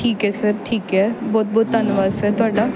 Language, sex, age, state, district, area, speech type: Punjabi, female, 18-30, Punjab, Bathinda, urban, spontaneous